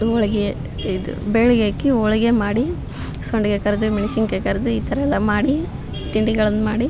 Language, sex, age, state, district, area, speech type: Kannada, female, 18-30, Karnataka, Koppal, rural, spontaneous